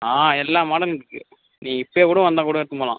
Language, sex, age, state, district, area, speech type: Tamil, male, 18-30, Tamil Nadu, Cuddalore, rural, conversation